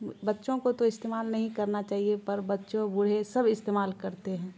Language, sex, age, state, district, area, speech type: Urdu, female, 30-45, Bihar, Khagaria, rural, spontaneous